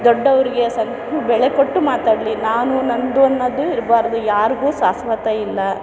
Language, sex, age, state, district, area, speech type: Kannada, female, 45-60, Karnataka, Chamarajanagar, rural, spontaneous